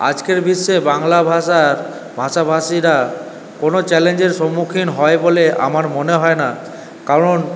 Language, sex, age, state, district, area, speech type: Bengali, male, 30-45, West Bengal, Purba Bardhaman, urban, spontaneous